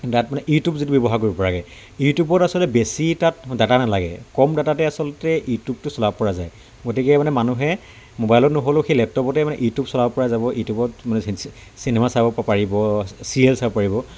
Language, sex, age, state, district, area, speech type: Assamese, male, 30-45, Assam, Dibrugarh, rural, spontaneous